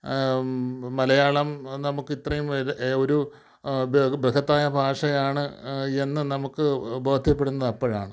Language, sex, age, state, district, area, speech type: Malayalam, male, 45-60, Kerala, Thiruvananthapuram, urban, spontaneous